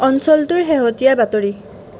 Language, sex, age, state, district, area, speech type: Assamese, female, 18-30, Assam, Nalbari, rural, read